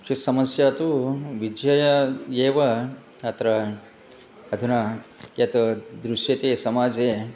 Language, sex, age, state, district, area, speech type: Sanskrit, male, 60+, Telangana, Hyderabad, urban, spontaneous